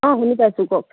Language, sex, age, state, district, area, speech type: Assamese, female, 18-30, Assam, Charaideo, urban, conversation